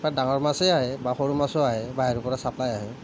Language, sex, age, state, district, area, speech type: Assamese, male, 45-60, Assam, Nalbari, rural, spontaneous